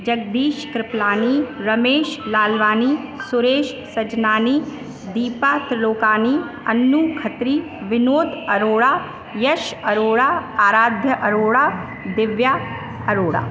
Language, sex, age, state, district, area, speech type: Sindhi, female, 30-45, Uttar Pradesh, Lucknow, urban, spontaneous